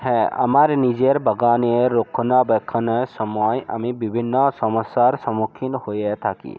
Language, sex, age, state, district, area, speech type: Bengali, male, 45-60, West Bengal, South 24 Parganas, rural, spontaneous